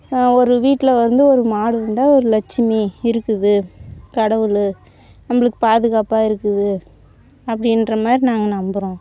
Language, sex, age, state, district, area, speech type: Tamil, female, 30-45, Tamil Nadu, Tirupattur, rural, spontaneous